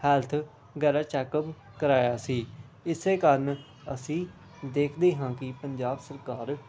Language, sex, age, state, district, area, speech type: Punjabi, male, 18-30, Punjab, Pathankot, rural, spontaneous